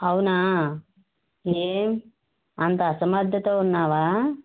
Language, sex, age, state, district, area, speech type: Telugu, female, 60+, Andhra Pradesh, West Godavari, rural, conversation